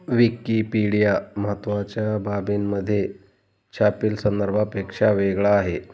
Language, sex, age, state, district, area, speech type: Marathi, male, 30-45, Maharashtra, Beed, rural, read